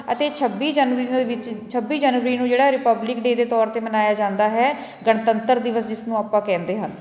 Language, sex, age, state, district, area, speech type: Punjabi, female, 30-45, Punjab, Fatehgarh Sahib, urban, spontaneous